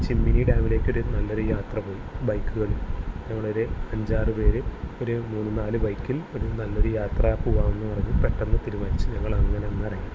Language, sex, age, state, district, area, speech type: Malayalam, male, 18-30, Kerala, Thrissur, urban, spontaneous